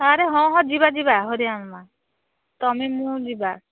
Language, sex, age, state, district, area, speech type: Odia, female, 18-30, Odisha, Balasore, rural, conversation